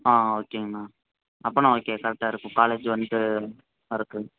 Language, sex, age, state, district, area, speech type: Tamil, male, 18-30, Tamil Nadu, Coimbatore, urban, conversation